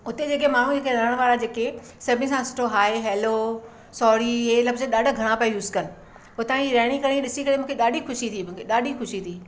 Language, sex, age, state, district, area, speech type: Sindhi, female, 60+, Maharashtra, Mumbai Suburban, urban, spontaneous